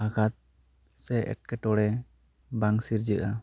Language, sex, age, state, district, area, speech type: Santali, male, 18-30, West Bengal, Bankura, rural, spontaneous